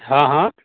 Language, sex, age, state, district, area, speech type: Hindi, male, 45-60, Uttar Pradesh, Mau, urban, conversation